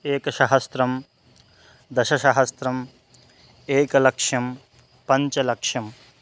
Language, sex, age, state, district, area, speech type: Sanskrit, male, 18-30, Bihar, Madhubani, rural, spontaneous